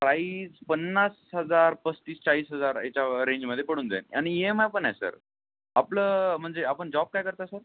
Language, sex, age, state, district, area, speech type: Marathi, male, 18-30, Maharashtra, Nanded, urban, conversation